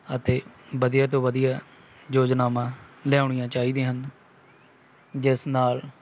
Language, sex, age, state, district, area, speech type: Punjabi, male, 30-45, Punjab, Bathinda, rural, spontaneous